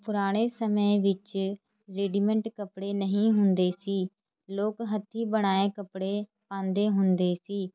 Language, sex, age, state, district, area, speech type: Punjabi, female, 18-30, Punjab, Shaheed Bhagat Singh Nagar, rural, spontaneous